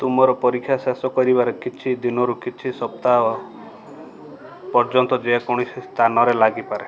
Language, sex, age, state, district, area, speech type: Odia, male, 45-60, Odisha, Balasore, rural, read